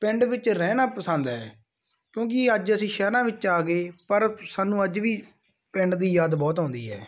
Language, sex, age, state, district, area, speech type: Punjabi, male, 18-30, Punjab, Muktsar, rural, spontaneous